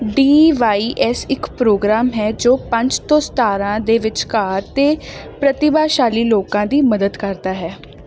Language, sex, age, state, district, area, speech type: Punjabi, female, 18-30, Punjab, Ludhiana, urban, read